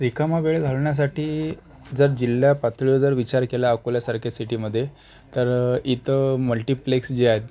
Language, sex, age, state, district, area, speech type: Marathi, male, 45-60, Maharashtra, Akola, urban, spontaneous